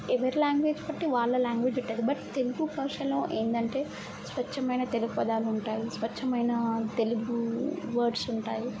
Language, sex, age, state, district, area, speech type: Telugu, female, 18-30, Telangana, Mancherial, rural, spontaneous